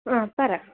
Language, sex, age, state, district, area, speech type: Malayalam, female, 18-30, Kerala, Alappuzha, rural, conversation